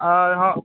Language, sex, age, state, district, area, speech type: Maithili, male, 18-30, Bihar, Darbhanga, rural, conversation